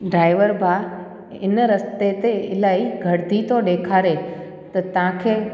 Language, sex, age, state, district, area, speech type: Sindhi, female, 18-30, Gujarat, Junagadh, urban, spontaneous